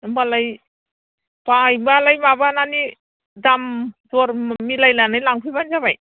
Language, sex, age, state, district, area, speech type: Bodo, female, 60+, Assam, Udalguri, rural, conversation